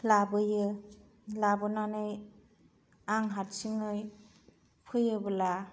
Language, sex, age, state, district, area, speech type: Bodo, female, 30-45, Assam, Kokrajhar, rural, spontaneous